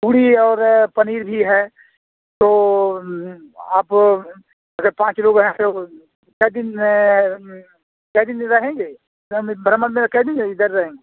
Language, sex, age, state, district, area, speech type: Hindi, male, 45-60, Uttar Pradesh, Azamgarh, rural, conversation